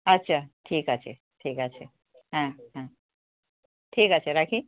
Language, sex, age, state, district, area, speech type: Bengali, female, 45-60, West Bengal, Darjeeling, urban, conversation